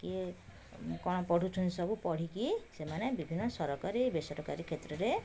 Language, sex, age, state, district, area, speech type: Odia, female, 45-60, Odisha, Puri, urban, spontaneous